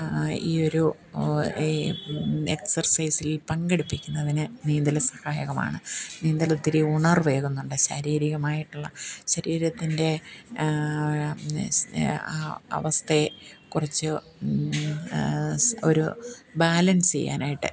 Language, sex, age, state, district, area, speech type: Malayalam, female, 45-60, Kerala, Kottayam, rural, spontaneous